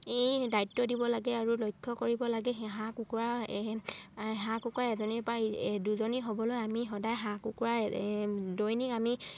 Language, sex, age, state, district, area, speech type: Assamese, female, 45-60, Assam, Dibrugarh, rural, spontaneous